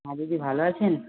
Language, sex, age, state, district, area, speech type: Bengali, male, 18-30, West Bengal, Uttar Dinajpur, urban, conversation